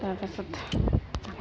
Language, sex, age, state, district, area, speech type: Assamese, female, 30-45, Assam, Goalpara, rural, spontaneous